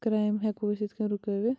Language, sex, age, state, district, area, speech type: Kashmiri, female, 30-45, Jammu and Kashmir, Bandipora, rural, spontaneous